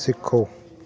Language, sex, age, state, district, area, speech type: Punjabi, male, 45-60, Punjab, Fatehgarh Sahib, urban, read